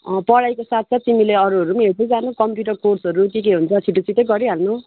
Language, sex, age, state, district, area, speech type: Nepali, female, 18-30, West Bengal, Darjeeling, rural, conversation